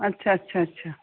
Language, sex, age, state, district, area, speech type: Punjabi, female, 30-45, Punjab, Fazilka, rural, conversation